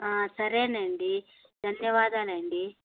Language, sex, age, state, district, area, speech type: Telugu, female, 45-60, Andhra Pradesh, Annamaya, rural, conversation